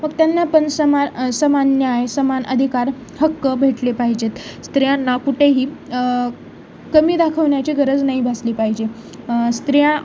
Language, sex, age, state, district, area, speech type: Marathi, female, 18-30, Maharashtra, Osmanabad, rural, spontaneous